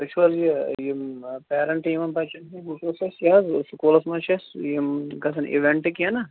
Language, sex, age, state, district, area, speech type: Kashmiri, male, 30-45, Jammu and Kashmir, Shopian, rural, conversation